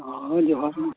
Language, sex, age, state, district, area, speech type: Santali, male, 45-60, Odisha, Mayurbhanj, rural, conversation